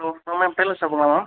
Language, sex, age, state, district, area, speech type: Tamil, male, 30-45, Tamil Nadu, Ariyalur, rural, conversation